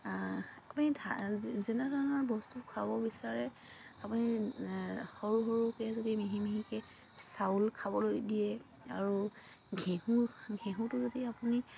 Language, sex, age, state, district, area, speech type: Assamese, female, 45-60, Assam, Dibrugarh, rural, spontaneous